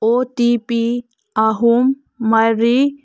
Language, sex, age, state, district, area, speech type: Manipuri, female, 30-45, Manipur, Senapati, rural, read